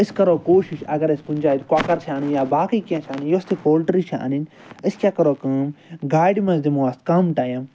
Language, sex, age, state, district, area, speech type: Kashmiri, male, 30-45, Jammu and Kashmir, Srinagar, urban, spontaneous